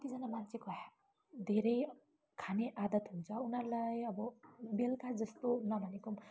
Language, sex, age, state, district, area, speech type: Nepali, female, 18-30, West Bengal, Kalimpong, rural, spontaneous